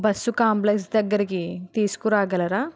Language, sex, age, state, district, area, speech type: Telugu, female, 18-30, Telangana, Karimnagar, rural, spontaneous